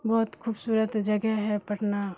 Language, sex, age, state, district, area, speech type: Urdu, female, 60+, Bihar, Khagaria, rural, spontaneous